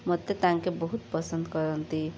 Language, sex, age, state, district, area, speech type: Odia, female, 45-60, Odisha, Rayagada, rural, spontaneous